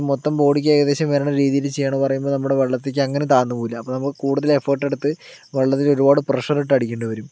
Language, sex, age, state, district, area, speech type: Malayalam, male, 60+, Kerala, Palakkad, rural, spontaneous